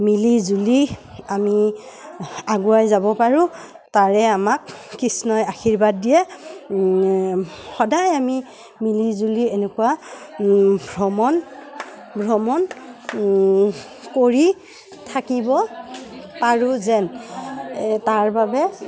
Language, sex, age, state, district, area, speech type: Assamese, female, 30-45, Assam, Udalguri, rural, spontaneous